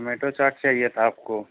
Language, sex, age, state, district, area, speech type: Hindi, male, 30-45, Uttar Pradesh, Ghazipur, urban, conversation